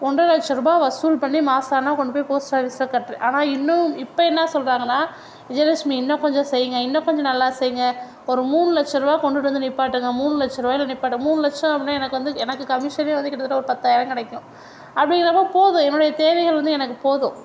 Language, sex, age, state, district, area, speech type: Tamil, female, 60+, Tamil Nadu, Mayiladuthurai, urban, spontaneous